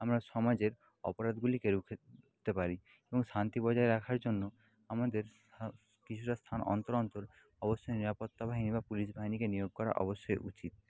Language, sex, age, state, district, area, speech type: Bengali, male, 18-30, West Bengal, Jhargram, rural, spontaneous